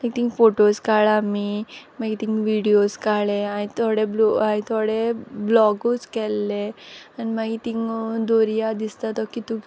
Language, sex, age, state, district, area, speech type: Goan Konkani, female, 18-30, Goa, Quepem, rural, spontaneous